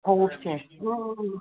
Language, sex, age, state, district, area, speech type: Manipuri, female, 60+, Manipur, Ukhrul, rural, conversation